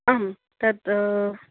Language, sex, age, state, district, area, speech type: Sanskrit, female, 30-45, Maharashtra, Nagpur, urban, conversation